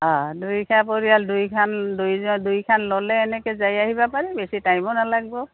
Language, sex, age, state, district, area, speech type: Assamese, female, 60+, Assam, Goalpara, rural, conversation